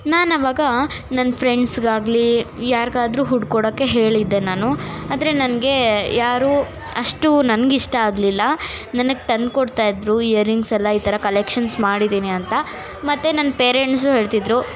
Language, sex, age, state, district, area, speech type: Kannada, other, 18-30, Karnataka, Bangalore Urban, urban, spontaneous